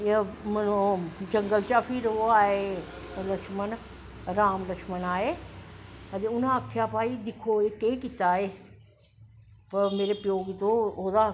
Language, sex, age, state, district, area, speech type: Dogri, male, 45-60, Jammu and Kashmir, Jammu, urban, spontaneous